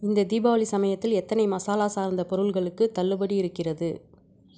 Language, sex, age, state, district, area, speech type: Tamil, female, 30-45, Tamil Nadu, Nagapattinam, rural, read